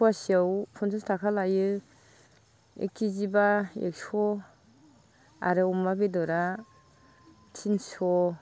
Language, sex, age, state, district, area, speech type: Bodo, female, 45-60, Assam, Baksa, rural, spontaneous